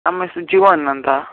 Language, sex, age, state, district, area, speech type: Kannada, male, 18-30, Karnataka, Kolar, rural, conversation